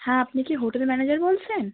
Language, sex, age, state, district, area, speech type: Bengali, female, 18-30, West Bengal, South 24 Parganas, rural, conversation